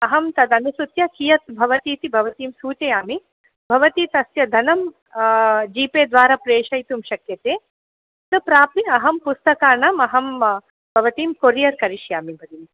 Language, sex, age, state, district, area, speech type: Sanskrit, female, 45-60, Karnataka, Udupi, urban, conversation